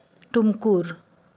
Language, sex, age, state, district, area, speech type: Marathi, female, 45-60, Maharashtra, Kolhapur, urban, spontaneous